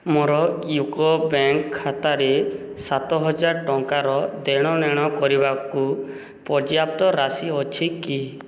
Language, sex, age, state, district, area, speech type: Odia, male, 18-30, Odisha, Subarnapur, urban, read